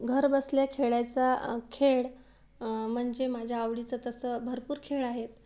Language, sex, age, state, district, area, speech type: Marathi, female, 30-45, Maharashtra, Wardha, urban, spontaneous